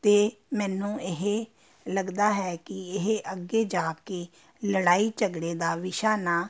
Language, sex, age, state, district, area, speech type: Punjabi, female, 30-45, Punjab, Amritsar, urban, spontaneous